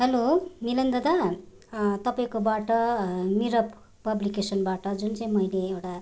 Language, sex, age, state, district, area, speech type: Nepali, female, 45-60, West Bengal, Darjeeling, rural, spontaneous